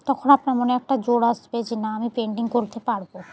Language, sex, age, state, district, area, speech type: Bengali, female, 30-45, West Bengal, Murshidabad, urban, spontaneous